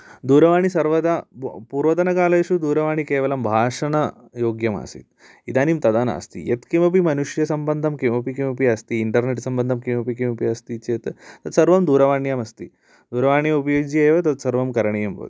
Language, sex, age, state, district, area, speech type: Sanskrit, male, 18-30, Kerala, Idukki, urban, spontaneous